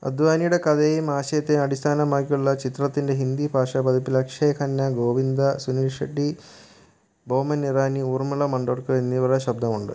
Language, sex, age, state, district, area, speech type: Malayalam, male, 30-45, Kerala, Kottayam, urban, read